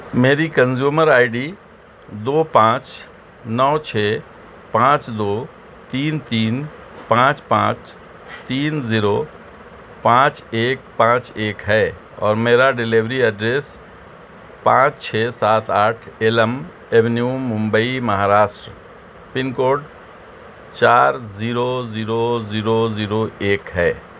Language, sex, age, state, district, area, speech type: Urdu, male, 60+, Delhi, Central Delhi, urban, read